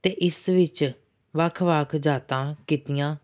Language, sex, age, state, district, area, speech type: Punjabi, male, 18-30, Punjab, Pathankot, urban, spontaneous